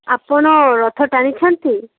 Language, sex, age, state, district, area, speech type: Odia, female, 18-30, Odisha, Malkangiri, urban, conversation